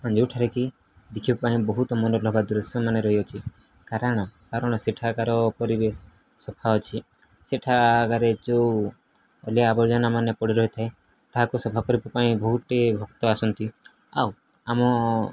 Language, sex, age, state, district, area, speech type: Odia, male, 18-30, Odisha, Nuapada, urban, spontaneous